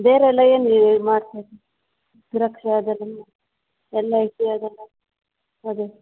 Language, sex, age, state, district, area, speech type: Kannada, female, 30-45, Karnataka, Udupi, rural, conversation